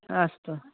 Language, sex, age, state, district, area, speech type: Sanskrit, female, 45-60, Karnataka, Bangalore Urban, urban, conversation